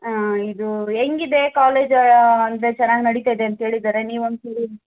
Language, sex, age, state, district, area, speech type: Kannada, female, 18-30, Karnataka, Bangalore Rural, rural, conversation